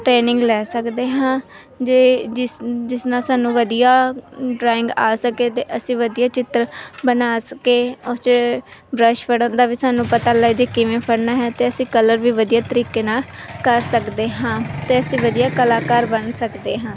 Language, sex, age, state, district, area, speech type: Punjabi, female, 18-30, Punjab, Mansa, urban, spontaneous